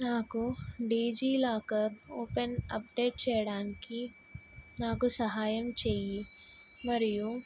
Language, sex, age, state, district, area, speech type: Telugu, female, 18-30, Telangana, Karimnagar, urban, spontaneous